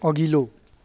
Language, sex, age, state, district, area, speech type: Nepali, male, 18-30, West Bengal, Darjeeling, urban, read